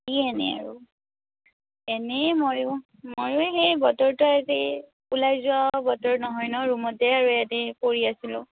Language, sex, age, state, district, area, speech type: Assamese, female, 18-30, Assam, Morigaon, rural, conversation